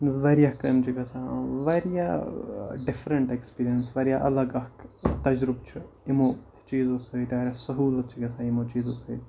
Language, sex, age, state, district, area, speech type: Kashmiri, male, 18-30, Jammu and Kashmir, Kupwara, rural, spontaneous